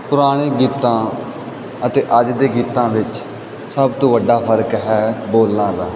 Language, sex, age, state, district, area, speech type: Punjabi, male, 18-30, Punjab, Fazilka, rural, spontaneous